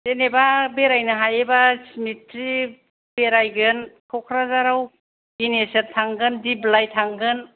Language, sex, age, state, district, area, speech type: Bodo, female, 45-60, Assam, Kokrajhar, rural, conversation